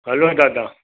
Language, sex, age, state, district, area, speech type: Sindhi, male, 60+, Gujarat, Kutch, urban, conversation